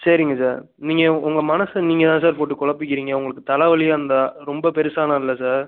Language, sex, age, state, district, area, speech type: Tamil, male, 18-30, Tamil Nadu, Pudukkottai, rural, conversation